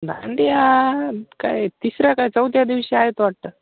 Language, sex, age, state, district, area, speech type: Marathi, male, 18-30, Maharashtra, Nanded, rural, conversation